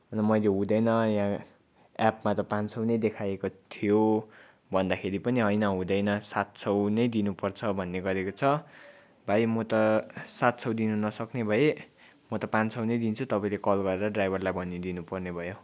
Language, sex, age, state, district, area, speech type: Nepali, male, 45-60, West Bengal, Darjeeling, rural, spontaneous